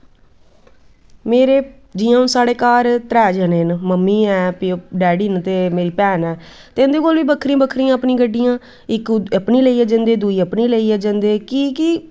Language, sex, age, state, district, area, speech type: Dogri, female, 18-30, Jammu and Kashmir, Samba, rural, spontaneous